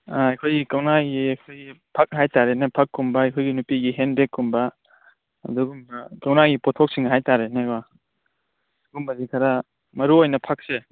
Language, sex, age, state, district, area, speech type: Manipuri, male, 18-30, Manipur, Churachandpur, rural, conversation